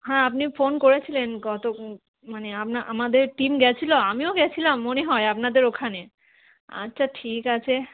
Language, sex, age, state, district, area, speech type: Bengali, female, 30-45, West Bengal, Darjeeling, urban, conversation